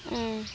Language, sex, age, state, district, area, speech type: Bengali, female, 30-45, West Bengal, Cooch Behar, urban, spontaneous